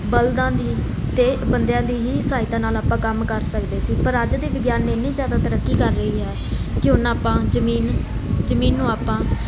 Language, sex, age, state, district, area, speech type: Punjabi, female, 18-30, Punjab, Mansa, urban, spontaneous